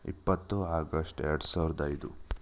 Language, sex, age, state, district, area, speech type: Kannada, male, 18-30, Karnataka, Chikkamagaluru, rural, spontaneous